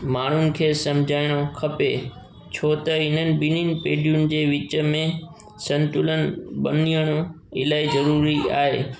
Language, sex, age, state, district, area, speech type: Sindhi, male, 30-45, Gujarat, Junagadh, rural, spontaneous